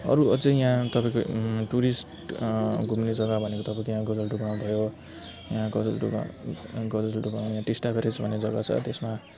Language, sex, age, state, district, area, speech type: Nepali, male, 30-45, West Bengal, Jalpaiguri, rural, spontaneous